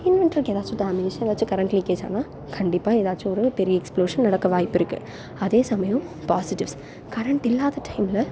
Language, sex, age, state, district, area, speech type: Tamil, female, 18-30, Tamil Nadu, Salem, urban, spontaneous